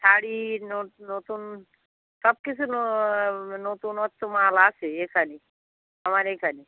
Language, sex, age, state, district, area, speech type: Bengali, female, 45-60, West Bengal, North 24 Parganas, rural, conversation